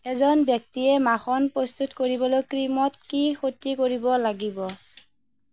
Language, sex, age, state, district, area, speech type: Assamese, female, 30-45, Assam, Darrang, rural, read